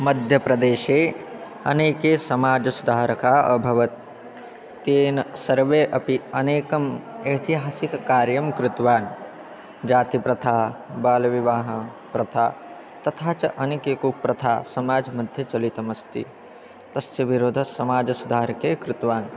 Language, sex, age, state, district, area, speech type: Sanskrit, male, 18-30, Madhya Pradesh, Chhindwara, rural, spontaneous